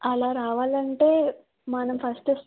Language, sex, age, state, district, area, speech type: Telugu, female, 18-30, Andhra Pradesh, East Godavari, urban, conversation